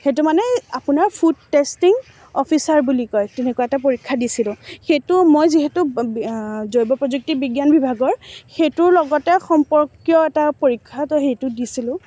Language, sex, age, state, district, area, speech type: Assamese, female, 18-30, Assam, Morigaon, rural, spontaneous